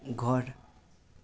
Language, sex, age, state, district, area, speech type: Nepali, male, 18-30, West Bengal, Darjeeling, rural, read